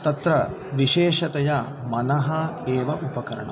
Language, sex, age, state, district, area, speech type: Sanskrit, male, 30-45, Karnataka, Davanagere, urban, spontaneous